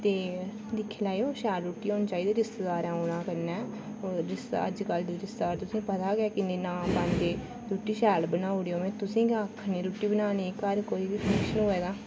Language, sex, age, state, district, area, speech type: Dogri, female, 18-30, Jammu and Kashmir, Udhampur, rural, spontaneous